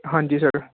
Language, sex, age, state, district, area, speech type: Punjabi, male, 18-30, Punjab, Ludhiana, urban, conversation